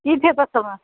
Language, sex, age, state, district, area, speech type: Assamese, female, 45-60, Assam, Nalbari, rural, conversation